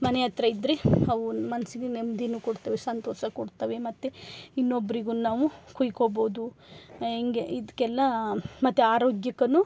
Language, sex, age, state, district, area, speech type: Kannada, female, 45-60, Karnataka, Chikkamagaluru, rural, spontaneous